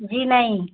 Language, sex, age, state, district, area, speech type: Urdu, female, 60+, Bihar, Khagaria, rural, conversation